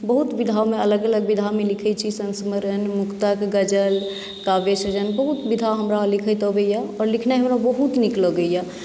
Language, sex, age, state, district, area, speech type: Maithili, female, 30-45, Bihar, Madhubani, rural, spontaneous